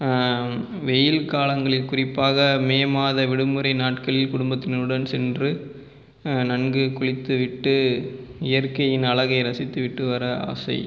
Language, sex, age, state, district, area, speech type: Tamil, male, 30-45, Tamil Nadu, Pudukkottai, rural, spontaneous